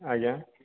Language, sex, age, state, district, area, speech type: Odia, male, 30-45, Odisha, Jajpur, rural, conversation